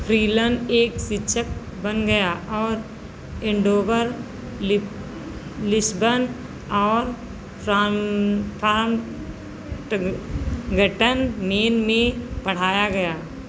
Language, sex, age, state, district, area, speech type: Hindi, female, 45-60, Uttar Pradesh, Sitapur, rural, read